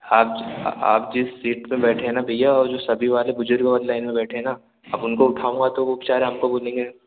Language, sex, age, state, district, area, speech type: Hindi, male, 18-30, Madhya Pradesh, Balaghat, rural, conversation